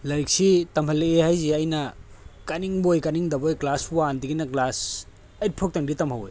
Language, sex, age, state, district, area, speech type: Manipuri, male, 30-45, Manipur, Tengnoupal, rural, spontaneous